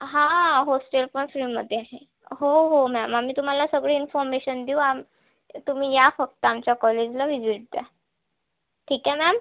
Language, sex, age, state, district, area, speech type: Marathi, female, 18-30, Maharashtra, Wardha, urban, conversation